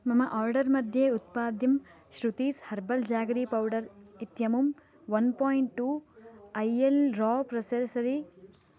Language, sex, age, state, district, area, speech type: Sanskrit, female, 18-30, Karnataka, Chikkamagaluru, urban, read